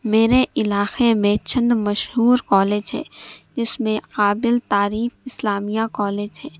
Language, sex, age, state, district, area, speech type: Urdu, female, 18-30, Telangana, Hyderabad, urban, spontaneous